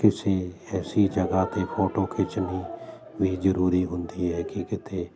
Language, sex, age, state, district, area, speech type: Punjabi, male, 45-60, Punjab, Jalandhar, urban, spontaneous